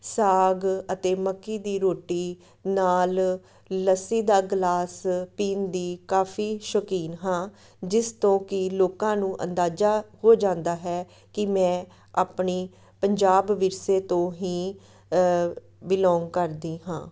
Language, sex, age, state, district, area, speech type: Punjabi, female, 30-45, Punjab, Amritsar, rural, spontaneous